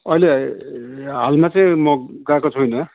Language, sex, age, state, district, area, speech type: Nepali, male, 60+, West Bengal, Kalimpong, rural, conversation